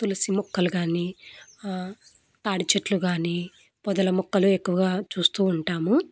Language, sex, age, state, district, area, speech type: Telugu, female, 18-30, Andhra Pradesh, Anantapur, rural, spontaneous